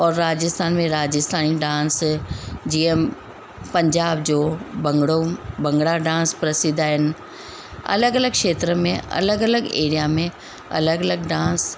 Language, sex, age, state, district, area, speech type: Sindhi, female, 45-60, Rajasthan, Ajmer, urban, spontaneous